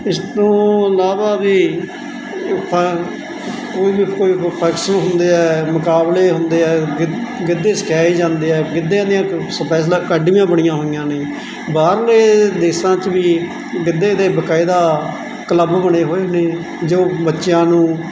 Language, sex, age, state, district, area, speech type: Punjabi, male, 45-60, Punjab, Mansa, rural, spontaneous